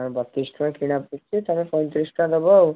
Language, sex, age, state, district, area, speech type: Odia, male, 18-30, Odisha, Kendujhar, urban, conversation